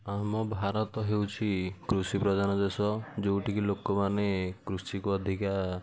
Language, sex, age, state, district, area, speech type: Odia, male, 60+, Odisha, Kendujhar, urban, spontaneous